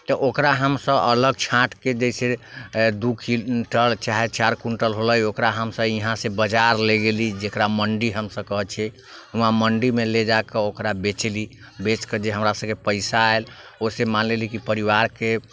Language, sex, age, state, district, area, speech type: Maithili, male, 30-45, Bihar, Muzaffarpur, rural, spontaneous